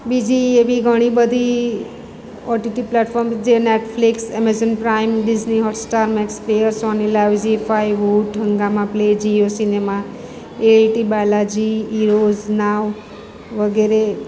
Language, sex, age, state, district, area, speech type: Gujarati, female, 45-60, Gujarat, Surat, urban, spontaneous